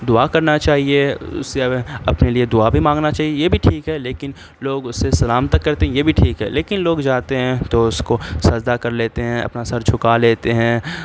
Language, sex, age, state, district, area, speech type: Urdu, male, 18-30, Bihar, Saharsa, rural, spontaneous